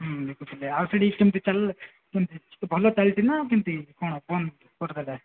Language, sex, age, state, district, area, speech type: Odia, male, 18-30, Odisha, Koraput, urban, conversation